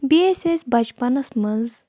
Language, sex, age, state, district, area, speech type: Kashmiri, female, 30-45, Jammu and Kashmir, Kulgam, rural, spontaneous